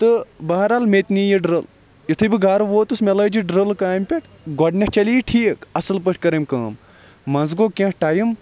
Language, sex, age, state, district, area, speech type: Kashmiri, male, 30-45, Jammu and Kashmir, Kulgam, rural, spontaneous